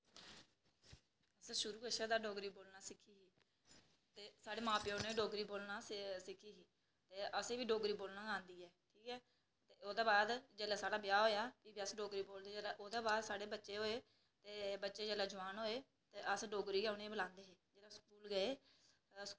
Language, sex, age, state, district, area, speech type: Dogri, female, 18-30, Jammu and Kashmir, Reasi, rural, spontaneous